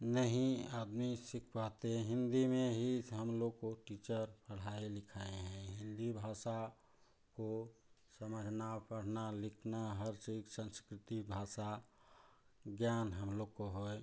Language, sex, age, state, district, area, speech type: Hindi, male, 45-60, Uttar Pradesh, Chandauli, urban, spontaneous